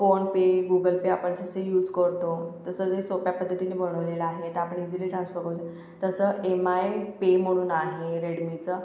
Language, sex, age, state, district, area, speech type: Marathi, female, 18-30, Maharashtra, Akola, urban, spontaneous